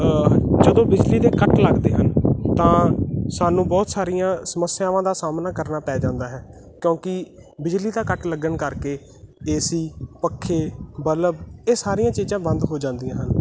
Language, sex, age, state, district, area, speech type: Punjabi, male, 18-30, Punjab, Muktsar, urban, spontaneous